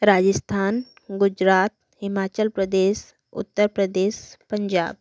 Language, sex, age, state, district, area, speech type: Hindi, female, 18-30, Madhya Pradesh, Betul, urban, spontaneous